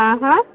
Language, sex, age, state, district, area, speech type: Maithili, female, 18-30, Bihar, Supaul, rural, conversation